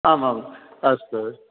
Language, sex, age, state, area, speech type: Sanskrit, male, 30-45, Rajasthan, urban, conversation